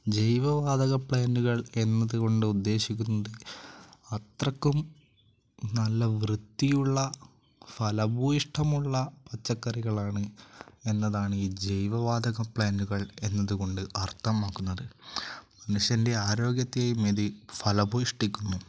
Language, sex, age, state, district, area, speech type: Malayalam, male, 18-30, Kerala, Wayanad, rural, spontaneous